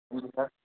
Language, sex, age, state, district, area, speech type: Hindi, male, 18-30, Madhya Pradesh, Gwalior, urban, conversation